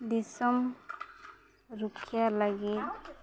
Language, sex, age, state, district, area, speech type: Santali, female, 30-45, Jharkhand, East Singhbhum, rural, spontaneous